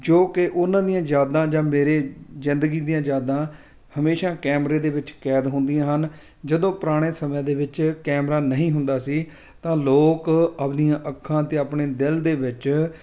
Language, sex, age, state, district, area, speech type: Punjabi, male, 30-45, Punjab, Fatehgarh Sahib, rural, spontaneous